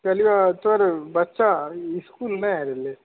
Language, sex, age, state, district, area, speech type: Maithili, male, 18-30, Bihar, Begusarai, rural, conversation